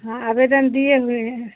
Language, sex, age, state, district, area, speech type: Hindi, female, 60+, Bihar, Samastipur, urban, conversation